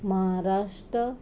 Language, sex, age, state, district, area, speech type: Goan Konkani, female, 45-60, Goa, Ponda, rural, spontaneous